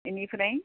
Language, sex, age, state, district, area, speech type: Bodo, female, 45-60, Assam, Baksa, rural, conversation